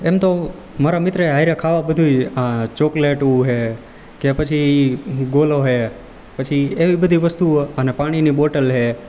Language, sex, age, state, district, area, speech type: Gujarati, male, 18-30, Gujarat, Rajkot, rural, spontaneous